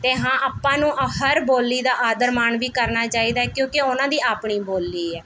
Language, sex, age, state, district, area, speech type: Punjabi, female, 30-45, Punjab, Mohali, urban, spontaneous